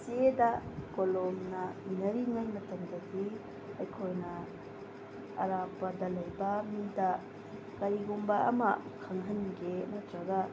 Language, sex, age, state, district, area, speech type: Manipuri, female, 30-45, Manipur, Tengnoupal, rural, spontaneous